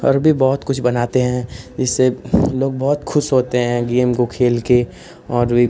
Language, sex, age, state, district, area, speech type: Hindi, male, 18-30, Uttar Pradesh, Ghazipur, urban, spontaneous